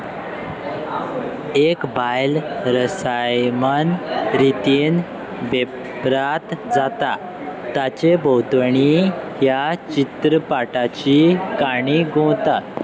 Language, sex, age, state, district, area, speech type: Goan Konkani, male, 18-30, Goa, Salcete, rural, read